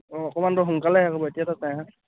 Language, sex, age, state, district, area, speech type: Assamese, male, 18-30, Assam, Charaideo, rural, conversation